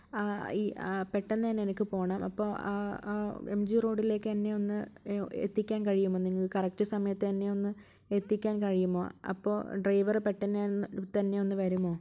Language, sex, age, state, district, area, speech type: Malayalam, female, 30-45, Kerala, Wayanad, rural, spontaneous